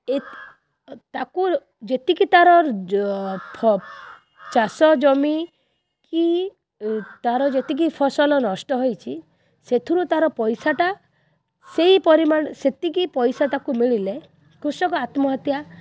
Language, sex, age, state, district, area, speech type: Odia, female, 30-45, Odisha, Kendrapara, urban, spontaneous